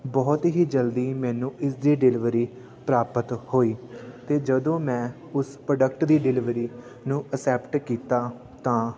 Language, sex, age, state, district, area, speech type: Punjabi, male, 18-30, Punjab, Fatehgarh Sahib, rural, spontaneous